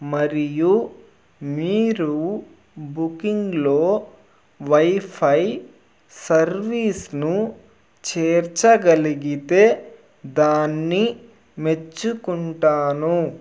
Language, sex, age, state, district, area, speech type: Telugu, male, 30-45, Andhra Pradesh, Nellore, rural, read